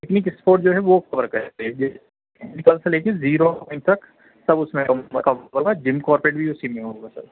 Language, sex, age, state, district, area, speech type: Urdu, male, 30-45, Delhi, Central Delhi, urban, conversation